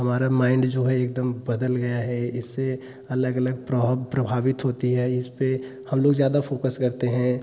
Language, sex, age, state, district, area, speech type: Hindi, male, 18-30, Uttar Pradesh, Jaunpur, rural, spontaneous